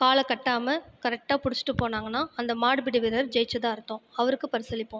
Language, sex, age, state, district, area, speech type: Tamil, female, 30-45, Tamil Nadu, Ariyalur, rural, spontaneous